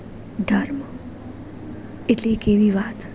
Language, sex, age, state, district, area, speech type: Gujarati, female, 18-30, Gujarat, Junagadh, urban, spontaneous